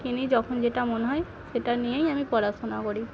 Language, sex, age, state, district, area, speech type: Bengali, female, 18-30, West Bengal, Murshidabad, rural, spontaneous